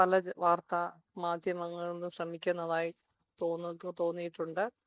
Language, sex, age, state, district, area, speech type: Malayalam, female, 45-60, Kerala, Kottayam, urban, spontaneous